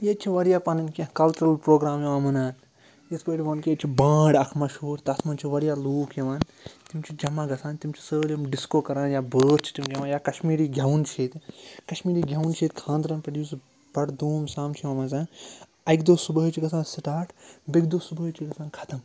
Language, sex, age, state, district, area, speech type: Kashmiri, male, 18-30, Jammu and Kashmir, Srinagar, urban, spontaneous